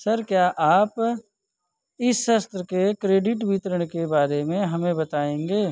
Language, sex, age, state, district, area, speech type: Hindi, male, 18-30, Uttar Pradesh, Azamgarh, rural, read